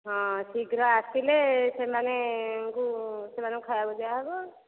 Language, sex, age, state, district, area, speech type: Odia, female, 45-60, Odisha, Dhenkanal, rural, conversation